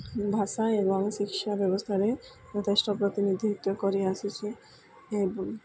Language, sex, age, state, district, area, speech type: Odia, female, 18-30, Odisha, Sundergarh, urban, spontaneous